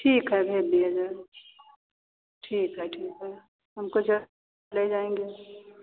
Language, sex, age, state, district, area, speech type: Hindi, female, 45-60, Uttar Pradesh, Ayodhya, rural, conversation